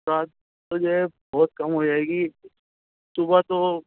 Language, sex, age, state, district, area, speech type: Urdu, male, 45-60, Delhi, South Delhi, urban, conversation